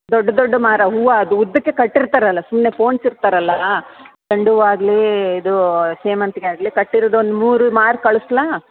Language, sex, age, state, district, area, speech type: Kannada, female, 45-60, Karnataka, Bellary, urban, conversation